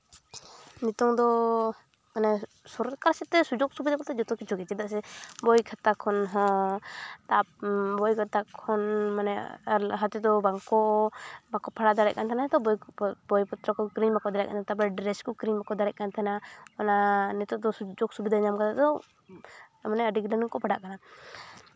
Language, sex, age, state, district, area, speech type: Santali, female, 18-30, West Bengal, Purulia, rural, spontaneous